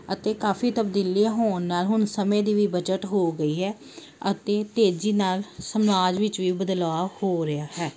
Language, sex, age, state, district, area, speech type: Punjabi, female, 30-45, Punjab, Amritsar, urban, spontaneous